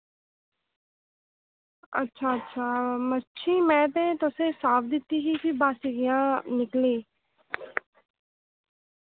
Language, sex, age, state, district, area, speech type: Dogri, female, 18-30, Jammu and Kashmir, Reasi, rural, conversation